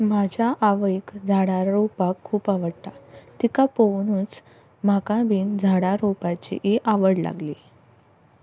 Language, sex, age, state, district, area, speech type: Goan Konkani, female, 18-30, Goa, Ponda, rural, spontaneous